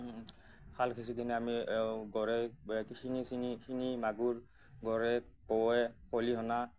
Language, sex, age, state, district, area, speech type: Assamese, male, 30-45, Assam, Nagaon, rural, spontaneous